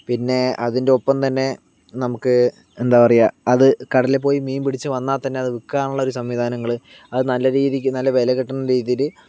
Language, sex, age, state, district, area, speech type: Malayalam, male, 30-45, Kerala, Palakkad, rural, spontaneous